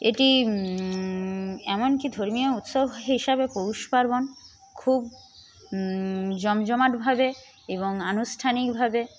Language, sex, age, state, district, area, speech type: Bengali, female, 30-45, West Bengal, Paschim Medinipur, rural, spontaneous